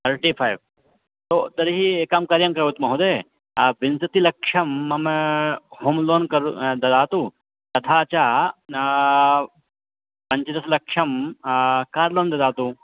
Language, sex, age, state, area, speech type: Sanskrit, male, 18-30, Madhya Pradesh, rural, conversation